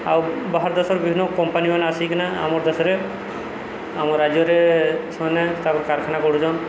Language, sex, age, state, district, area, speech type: Odia, male, 45-60, Odisha, Subarnapur, urban, spontaneous